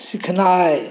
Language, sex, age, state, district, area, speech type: Maithili, male, 45-60, Bihar, Saharsa, urban, read